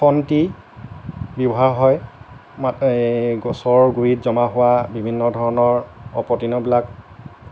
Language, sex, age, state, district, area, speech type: Assamese, male, 30-45, Assam, Lakhimpur, rural, spontaneous